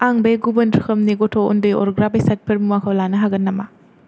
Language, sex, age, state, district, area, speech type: Bodo, female, 18-30, Assam, Kokrajhar, rural, read